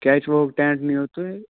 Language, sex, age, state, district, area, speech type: Kashmiri, male, 45-60, Jammu and Kashmir, Budgam, urban, conversation